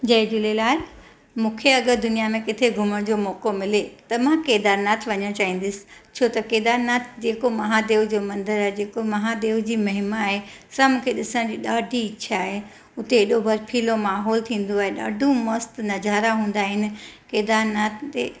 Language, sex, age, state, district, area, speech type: Sindhi, female, 45-60, Gujarat, Surat, urban, spontaneous